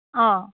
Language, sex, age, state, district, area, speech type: Assamese, female, 30-45, Assam, Sivasagar, rural, conversation